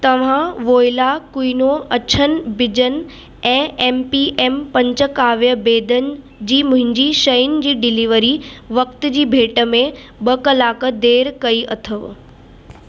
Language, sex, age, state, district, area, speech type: Sindhi, female, 18-30, Maharashtra, Mumbai Suburban, urban, read